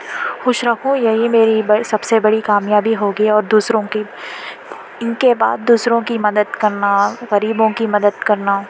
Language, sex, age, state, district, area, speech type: Urdu, female, 18-30, Telangana, Hyderabad, urban, spontaneous